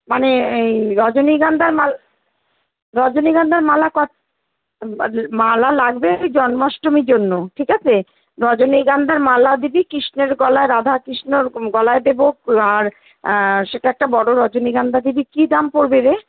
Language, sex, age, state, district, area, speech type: Bengali, female, 45-60, West Bengal, Kolkata, urban, conversation